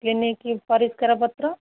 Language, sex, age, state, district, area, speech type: Odia, female, 60+, Odisha, Jharsuguda, rural, conversation